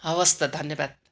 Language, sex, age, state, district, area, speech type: Nepali, female, 45-60, West Bengal, Darjeeling, rural, spontaneous